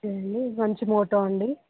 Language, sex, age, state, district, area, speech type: Telugu, female, 18-30, Telangana, Mancherial, rural, conversation